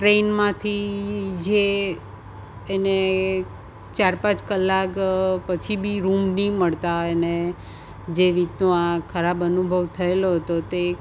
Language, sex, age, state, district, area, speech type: Gujarati, female, 45-60, Gujarat, Surat, urban, spontaneous